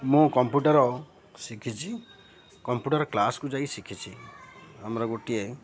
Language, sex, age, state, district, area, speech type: Odia, male, 45-60, Odisha, Ganjam, urban, spontaneous